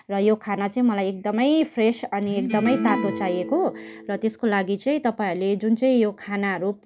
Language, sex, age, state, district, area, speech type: Nepali, female, 30-45, West Bengal, Kalimpong, rural, spontaneous